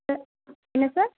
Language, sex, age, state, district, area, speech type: Tamil, female, 18-30, Tamil Nadu, Kanyakumari, rural, conversation